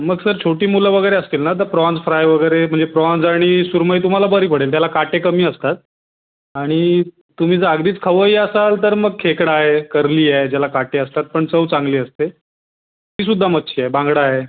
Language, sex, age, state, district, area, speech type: Marathi, male, 30-45, Maharashtra, Raigad, rural, conversation